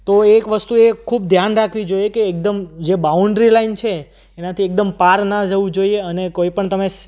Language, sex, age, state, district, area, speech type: Gujarati, male, 18-30, Gujarat, Surat, urban, spontaneous